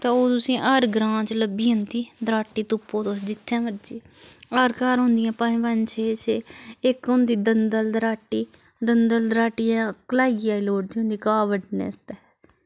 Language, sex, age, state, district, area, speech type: Dogri, female, 30-45, Jammu and Kashmir, Udhampur, rural, spontaneous